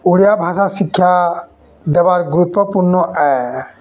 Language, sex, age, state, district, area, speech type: Odia, male, 45-60, Odisha, Bargarh, urban, spontaneous